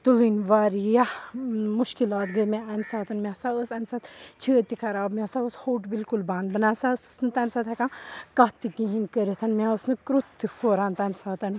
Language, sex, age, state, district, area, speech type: Kashmiri, female, 18-30, Jammu and Kashmir, Srinagar, rural, spontaneous